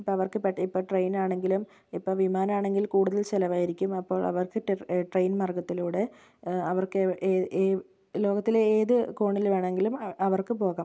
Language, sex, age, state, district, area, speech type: Malayalam, female, 18-30, Kerala, Kozhikode, urban, spontaneous